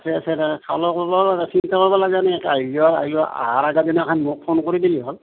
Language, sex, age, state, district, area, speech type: Assamese, male, 45-60, Assam, Barpeta, rural, conversation